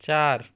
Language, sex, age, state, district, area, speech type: Urdu, male, 18-30, Delhi, South Delhi, urban, read